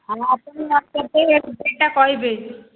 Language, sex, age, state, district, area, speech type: Odia, female, 45-60, Odisha, Gajapati, rural, conversation